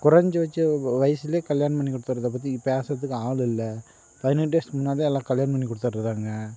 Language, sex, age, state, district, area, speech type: Tamil, male, 30-45, Tamil Nadu, Dharmapuri, rural, spontaneous